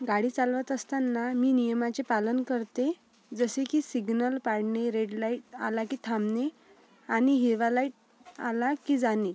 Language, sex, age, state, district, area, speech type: Marathi, female, 18-30, Maharashtra, Amravati, urban, spontaneous